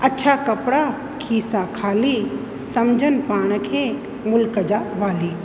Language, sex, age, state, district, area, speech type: Sindhi, female, 30-45, Rajasthan, Ajmer, rural, spontaneous